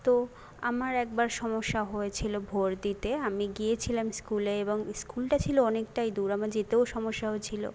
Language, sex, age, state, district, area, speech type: Bengali, female, 30-45, West Bengal, Jhargram, rural, spontaneous